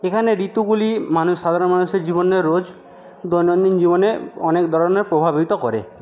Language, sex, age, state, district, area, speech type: Bengali, male, 60+, West Bengal, Jhargram, rural, spontaneous